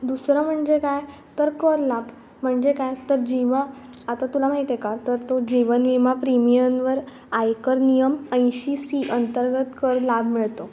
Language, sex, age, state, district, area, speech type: Marathi, female, 18-30, Maharashtra, Ratnagiri, rural, spontaneous